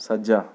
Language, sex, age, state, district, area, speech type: Punjabi, male, 30-45, Punjab, Rupnagar, rural, read